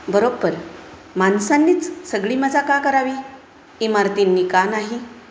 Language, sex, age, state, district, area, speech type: Marathi, female, 45-60, Maharashtra, Satara, rural, read